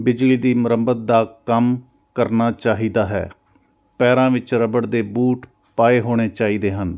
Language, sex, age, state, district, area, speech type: Punjabi, male, 45-60, Punjab, Jalandhar, urban, spontaneous